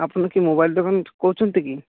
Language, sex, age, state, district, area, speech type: Odia, male, 18-30, Odisha, Malkangiri, urban, conversation